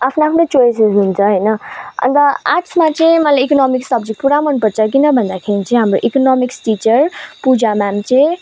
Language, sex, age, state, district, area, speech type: Nepali, female, 18-30, West Bengal, Kalimpong, rural, spontaneous